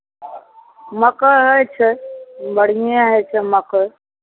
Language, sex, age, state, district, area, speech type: Maithili, female, 60+, Bihar, Araria, rural, conversation